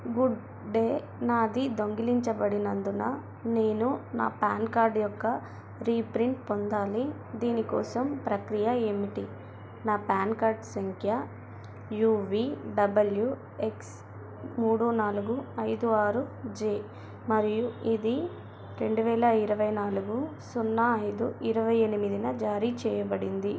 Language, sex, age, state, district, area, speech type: Telugu, female, 18-30, Andhra Pradesh, Nellore, urban, read